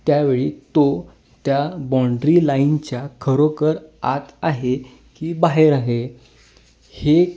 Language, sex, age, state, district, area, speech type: Marathi, male, 18-30, Maharashtra, Kolhapur, urban, spontaneous